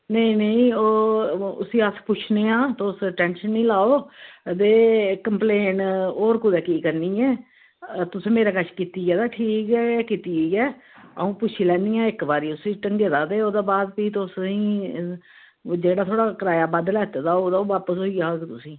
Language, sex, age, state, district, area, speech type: Dogri, female, 60+, Jammu and Kashmir, Reasi, rural, conversation